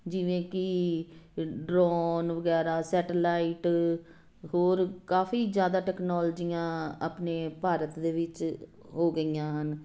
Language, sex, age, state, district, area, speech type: Punjabi, female, 45-60, Punjab, Jalandhar, urban, spontaneous